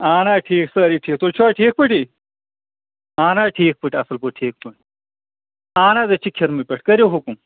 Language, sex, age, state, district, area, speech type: Kashmiri, male, 30-45, Jammu and Kashmir, Anantnag, rural, conversation